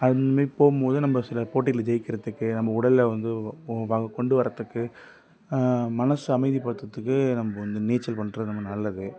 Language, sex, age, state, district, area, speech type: Tamil, male, 18-30, Tamil Nadu, Tiruppur, rural, spontaneous